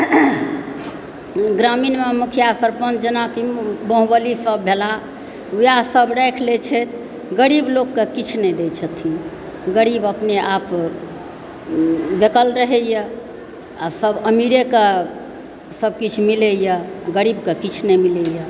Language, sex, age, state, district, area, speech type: Maithili, female, 60+, Bihar, Supaul, rural, spontaneous